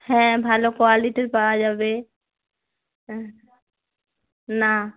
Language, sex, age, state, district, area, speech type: Bengali, female, 45-60, West Bengal, Uttar Dinajpur, urban, conversation